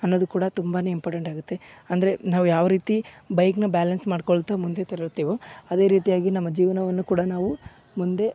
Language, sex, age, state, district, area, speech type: Kannada, male, 18-30, Karnataka, Koppal, urban, spontaneous